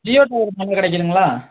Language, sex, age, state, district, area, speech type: Tamil, male, 18-30, Tamil Nadu, Madurai, urban, conversation